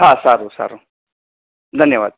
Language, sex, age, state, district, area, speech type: Gujarati, male, 18-30, Gujarat, Anand, urban, conversation